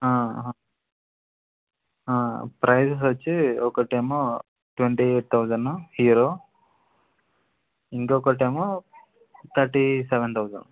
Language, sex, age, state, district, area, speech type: Telugu, male, 18-30, Andhra Pradesh, Anantapur, urban, conversation